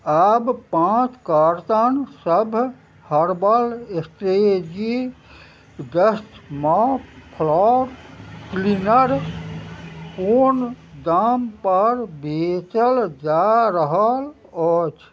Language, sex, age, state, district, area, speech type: Maithili, male, 60+, Bihar, Madhubani, rural, read